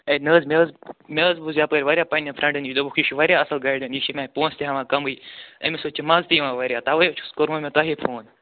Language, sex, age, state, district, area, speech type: Kashmiri, male, 30-45, Jammu and Kashmir, Anantnag, rural, conversation